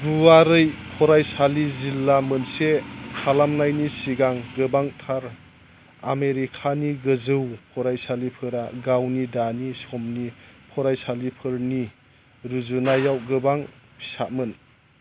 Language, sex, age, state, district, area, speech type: Bodo, male, 45-60, Assam, Chirang, rural, read